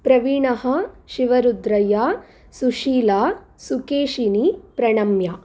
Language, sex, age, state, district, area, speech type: Sanskrit, female, 18-30, Andhra Pradesh, Guntur, urban, spontaneous